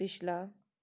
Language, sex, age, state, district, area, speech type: Punjabi, female, 45-60, Punjab, Gurdaspur, urban, read